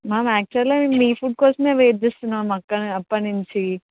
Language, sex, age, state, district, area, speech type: Telugu, female, 18-30, Telangana, Karimnagar, urban, conversation